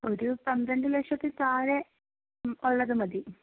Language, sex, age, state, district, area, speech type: Malayalam, female, 45-60, Kerala, Kozhikode, urban, conversation